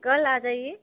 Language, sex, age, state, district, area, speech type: Hindi, female, 30-45, Uttar Pradesh, Chandauli, rural, conversation